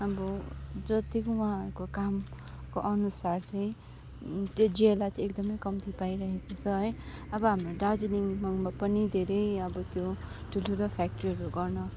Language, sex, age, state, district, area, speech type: Nepali, female, 18-30, West Bengal, Darjeeling, rural, spontaneous